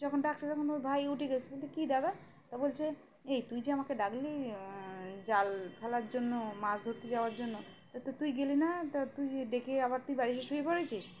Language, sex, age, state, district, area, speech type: Bengali, female, 30-45, West Bengal, Birbhum, urban, spontaneous